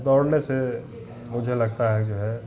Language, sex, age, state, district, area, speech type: Hindi, male, 45-60, Uttar Pradesh, Hardoi, rural, spontaneous